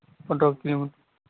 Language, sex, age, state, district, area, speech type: Bodo, male, 18-30, Assam, Baksa, rural, conversation